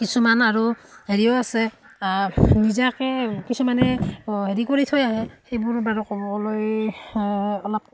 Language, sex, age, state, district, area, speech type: Assamese, female, 30-45, Assam, Udalguri, rural, spontaneous